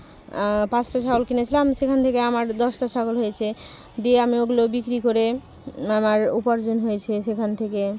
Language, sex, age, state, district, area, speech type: Bengali, female, 18-30, West Bengal, Murshidabad, rural, spontaneous